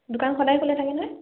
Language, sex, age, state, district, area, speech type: Assamese, female, 45-60, Assam, Biswanath, rural, conversation